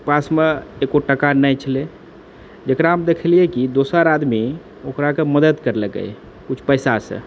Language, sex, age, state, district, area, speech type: Maithili, male, 18-30, Bihar, Purnia, urban, spontaneous